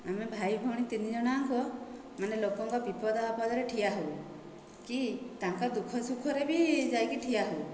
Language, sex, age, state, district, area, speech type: Odia, female, 45-60, Odisha, Dhenkanal, rural, spontaneous